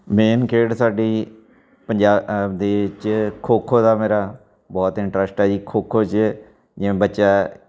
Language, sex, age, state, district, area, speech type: Punjabi, male, 45-60, Punjab, Fatehgarh Sahib, urban, spontaneous